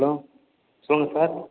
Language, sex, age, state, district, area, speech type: Tamil, male, 18-30, Tamil Nadu, Perambalur, urban, conversation